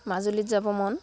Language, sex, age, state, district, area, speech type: Assamese, female, 30-45, Assam, Udalguri, rural, spontaneous